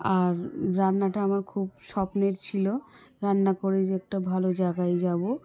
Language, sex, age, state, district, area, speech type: Bengali, female, 18-30, West Bengal, South 24 Parganas, rural, spontaneous